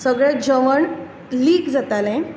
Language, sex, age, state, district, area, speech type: Goan Konkani, female, 30-45, Goa, Bardez, urban, spontaneous